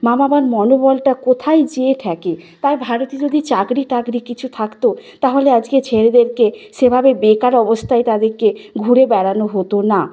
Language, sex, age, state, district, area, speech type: Bengali, female, 45-60, West Bengal, Nadia, rural, spontaneous